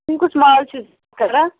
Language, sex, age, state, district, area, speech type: Kashmiri, female, 18-30, Jammu and Kashmir, Bandipora, rural, conversation